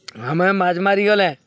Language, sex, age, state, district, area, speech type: Odia, male, 45-60, Odisha, Balangir, urban, spontaneous